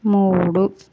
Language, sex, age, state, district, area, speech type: Telugu, female, 60+, Andhra Pradesh, East Godavari, rural, read